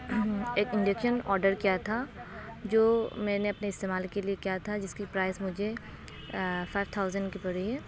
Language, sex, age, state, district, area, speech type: Urdu, female, 18-30, Uttar Pradesh, Aligarh, urban, spontaneous